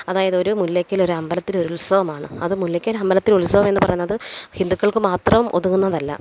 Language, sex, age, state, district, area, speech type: Malayalam, female, 30-45, Kerala, Alappuzha, rural, spontaneous